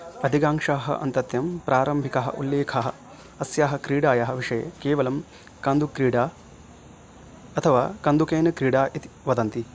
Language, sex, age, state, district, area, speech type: Sanskrit, male, 18-30, West Bengal, Dakshin Dinajpur, rural, read